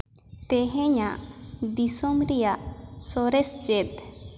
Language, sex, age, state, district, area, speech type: Santali, female, 18-30, West Bengal, Jhargram, rural, read